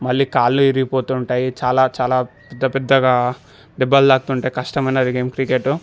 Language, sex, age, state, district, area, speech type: Telugu, male, 18-30, Telangana, Medchal, urban, spontaneous